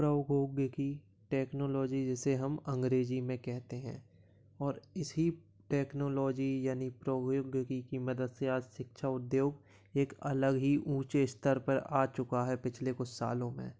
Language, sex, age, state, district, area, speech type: Hindi, male, 18-30, Madhya Pradesh, Gwalior, urban, spontaneous